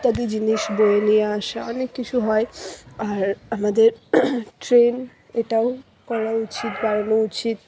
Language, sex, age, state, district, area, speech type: Bengali, female, 60+, West Bengal, Purba Bardhaman, rural, spontaneous